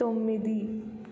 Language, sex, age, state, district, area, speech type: Telugu, female, 18-30, Telangana, Vikarabad, rural, read